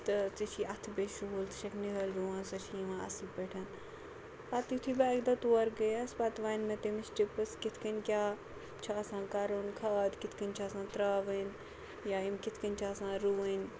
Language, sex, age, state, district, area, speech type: Kashmiri, female, 30-45, Jammu and Kashmir, Ganderbal, rural, spontaneous